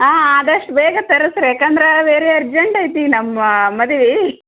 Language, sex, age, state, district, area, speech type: Kannada, female, 18-30, Karnataka, Koppal, rural, conversation